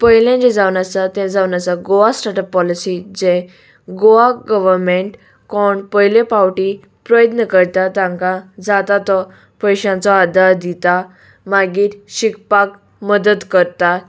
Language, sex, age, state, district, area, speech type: Goan Konkani, female, 18-30, Goa, Salcete, urban, spontaneous